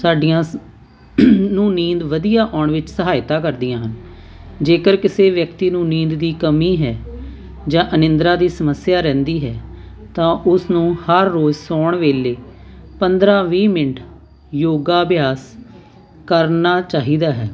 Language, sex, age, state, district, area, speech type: Punjabi, female, 45-60, Punjab, Hoshiarpur, urban, spontaneous